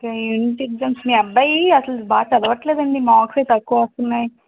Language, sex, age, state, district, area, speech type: Telugu, female, 60+, Andhra Pradesh, Vizianagaram, rural, conversation